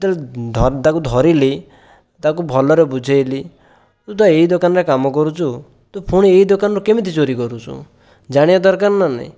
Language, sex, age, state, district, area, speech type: Odia, male, 18-30, Odisha, Dhenkanal, rural, spontaneous